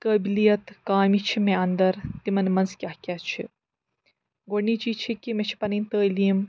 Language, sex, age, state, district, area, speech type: Kashmiri, female, 45-60, Jammu and Kashmir, Srinagar, urban, spontaneous